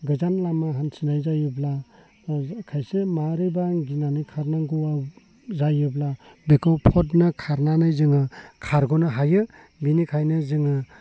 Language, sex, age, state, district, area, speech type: Bodo, male, 30-45, Assam, Baksa, rural, spontaneous